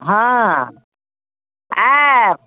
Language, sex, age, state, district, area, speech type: Maithili, female, 60+, Bihar, Muzaffarpur, rural, conversation